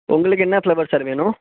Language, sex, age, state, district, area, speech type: Tamil, male, 45-60, Tamil Nadu, Mayiladuthurai, rural, conversation